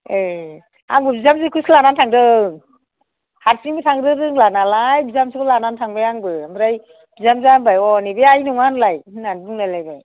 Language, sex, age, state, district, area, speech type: Bodo, female, 60+, Assam, Kokrajhar, rural, conversation